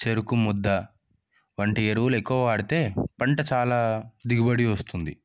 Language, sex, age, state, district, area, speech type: Telugu, male, 30-45, Telangana, Sangareddy, urban, spontaneous